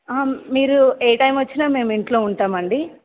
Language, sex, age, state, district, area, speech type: Telugu, female, 18-30, Telangana, Nalgonda, urban, conversation